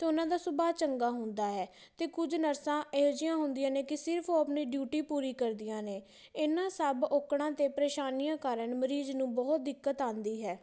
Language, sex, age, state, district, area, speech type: Punjabi, female, 18-30, Punjab, Patiala, rural, spontaneous